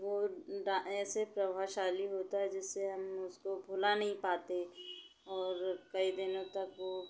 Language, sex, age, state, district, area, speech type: Hindi, female, 30-45, Madhya Pradesh, Chhindwara, urban, spontaneous